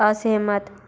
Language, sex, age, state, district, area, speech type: Hindi, female, 30-45, Madhya Pradesh, Bhopal, urban, read